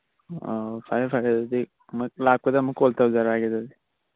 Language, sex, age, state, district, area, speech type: Manipuri, male, 18-30, Manipur, Churachandpur, rural, conversation